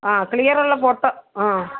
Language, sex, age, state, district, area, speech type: Malayalam, female, 60+, Kerala, Kollam, rural, conversation